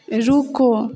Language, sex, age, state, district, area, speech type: Maithili, female, 18-30, Bihar, Begusarai, rural, read